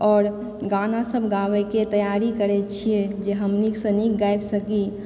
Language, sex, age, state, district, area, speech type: Maithili, female, 18-30, Bihar, Supaul, urban, spontaneous